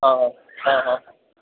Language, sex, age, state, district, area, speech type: Malayalam, male, 18-30, Kerala, Idukki, rural, conversation